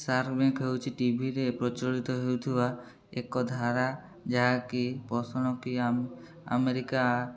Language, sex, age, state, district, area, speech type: Odia, male, 18-30, Odisha, Mayurbhanj, rural, spontaneous